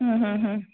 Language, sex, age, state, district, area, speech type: Kannada, female, 60+, Karnataka, Bangalore Urban, urban, conversation